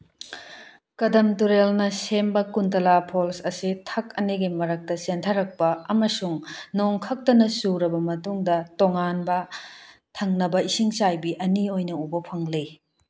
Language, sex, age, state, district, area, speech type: Manipuri, female, 18-30, Manipur, Tengnoupal, rural, read